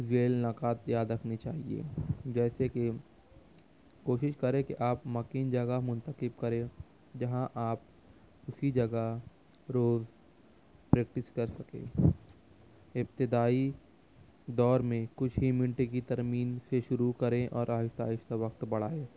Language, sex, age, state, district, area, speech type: Urdu, male, 18-30, Maharashtra, Nashik, rural, spontaneous